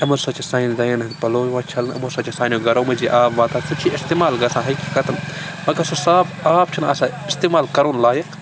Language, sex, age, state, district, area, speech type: Kashmiri, male, 18-30, Jammu and Kashmir, Baramulla, urban, spontaneous